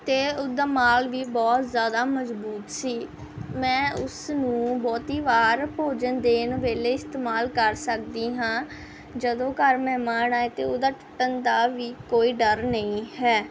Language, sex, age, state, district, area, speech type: Punjabi, female, 18-30, Punjab, Rupnagar, rural, spontaneous